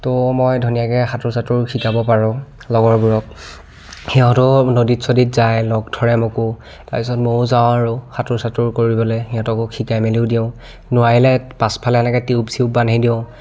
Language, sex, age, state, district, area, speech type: Assamese, male, 18-30, Assam, Biswanath, rural, spontaneous